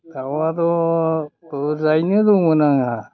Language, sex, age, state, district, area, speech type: Bodo, male, 60+, Assam, Udalguri, rural, spontaneous